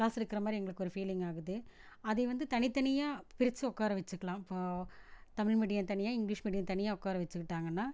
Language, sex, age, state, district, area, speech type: Tamil, female, 45-60, Tamil Nadu, Erode, rural, spontaneous